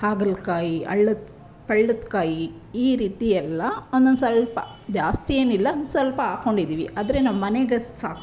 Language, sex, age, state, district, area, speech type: Kannada, female, 30-45, Karnataka, Chamarajanagar, rural, spontaneous